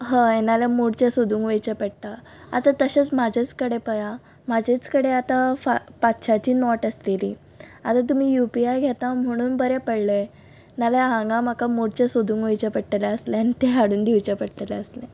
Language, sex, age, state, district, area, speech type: Goan Konkani, female, 18-30, Goa, Ponda, rural, spontaneous